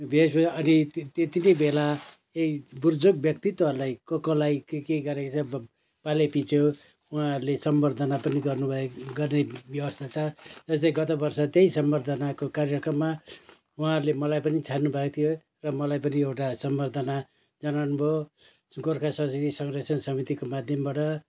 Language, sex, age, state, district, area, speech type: Nepali, male, 60+, West Bengal, Kalimpong, rural, spontaneous